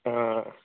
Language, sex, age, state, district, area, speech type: Telugu, male, 30-45, Andhra Pradesh, Alluri Sitarama Raju, urban, conversation